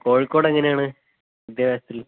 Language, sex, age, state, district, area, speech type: Malayalam, male, 18-30, Kerala, Kozhikode, rural, conversation